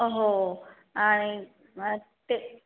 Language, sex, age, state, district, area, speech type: Marathi, female, 45-60, Maharashtra, Buldhana, rural, conversation